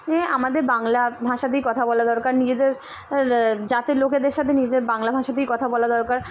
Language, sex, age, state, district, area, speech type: Bengali, female, 18-30, West Bengal, Kolkata, urban, spontaneous